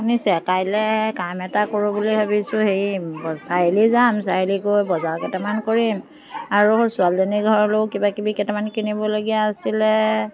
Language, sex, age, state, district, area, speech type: Assamese, female, 45-60, Assam, Biswanath, rural, spontaneous